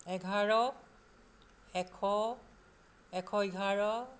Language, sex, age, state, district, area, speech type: Assamese, female, 60+, Assam, Charaideo, urban, spontaneous